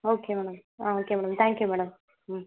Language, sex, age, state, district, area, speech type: Tamil, female, 60+, Tamil Nadu, Sivaganga, rural, conversation